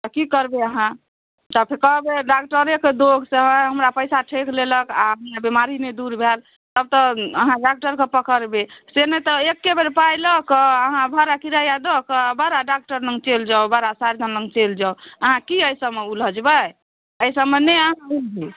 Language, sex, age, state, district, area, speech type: Maithili, female, 30-45, Bihar, Darbhanga, urban, conversation